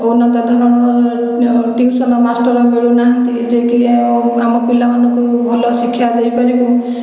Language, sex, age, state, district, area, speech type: Odia, female, 60+, Odisha, Khordha, rural, spontaneous